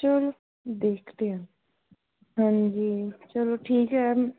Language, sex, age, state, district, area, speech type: Punjabi, female, 45-60, Punjab, Gurdaspur, urban, conversation